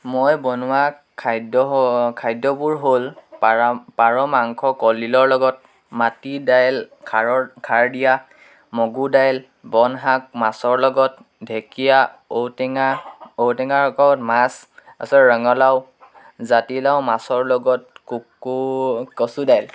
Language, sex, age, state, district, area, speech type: Assamese, male, 18-30, Assam, Dhemaji, rural, spontaneous